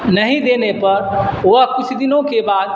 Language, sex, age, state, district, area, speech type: Urdu, male, 60+, Bihar, Supaul, rural, spontaneous